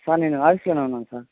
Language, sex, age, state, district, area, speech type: Telugu, male, 18-30, Andhra Pradesh, Guntur, rural, conversation